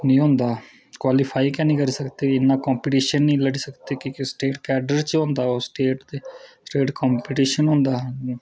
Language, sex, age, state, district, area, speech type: Dogri, male, 30-45, Jammu and Kashmir, Udhampur, rural, spontaneous